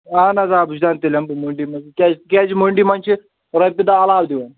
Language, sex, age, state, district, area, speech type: Kashmiri, male, 30-45, Jammu and Kashmir, Anantnag, rural, conversation